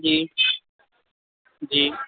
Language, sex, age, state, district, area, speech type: Urdu, female, 30-45, Delhi, Central Delhi, urban, conversation